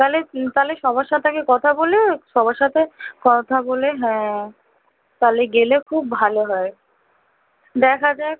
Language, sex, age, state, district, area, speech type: Bengali, female, 18-30, West Bengal, Kolkata, urban, conversation